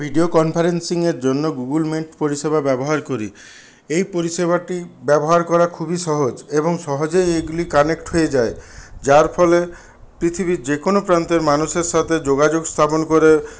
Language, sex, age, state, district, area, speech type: Bengali, male, 60+, West Bengal, Purulia, rural, spontaneous